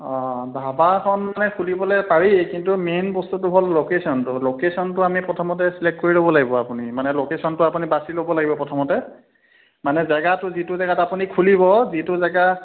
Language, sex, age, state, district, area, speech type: Assamese, male, 30-45, Assam, Biswanath, rural, conversation